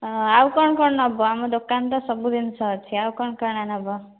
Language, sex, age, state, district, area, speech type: Odia, female, 30-45, Odisha, Boudh, rural, conversation